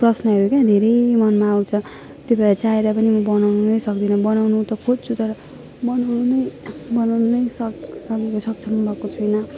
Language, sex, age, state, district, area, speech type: Nepali, female, 18-30, West Bengal, Jalpaiguri, rural, spontaneous